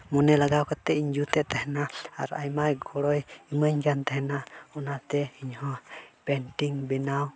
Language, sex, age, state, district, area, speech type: Santali, male, 18-30, Jharkhand, Pakur, rural, spontaneous